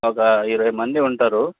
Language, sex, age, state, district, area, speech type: Telugu, male, 30-45, Telangana, Khammam, urban, conversation